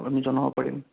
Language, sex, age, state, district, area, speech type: Assamese, male, 18-30, Assam, Sonitpur, urban, conversation